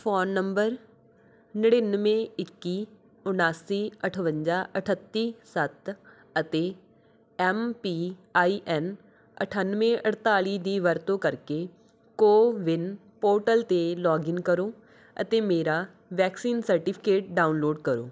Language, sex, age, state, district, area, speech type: Punjabi, female, 18-30, Punjab, Patiala, urban, read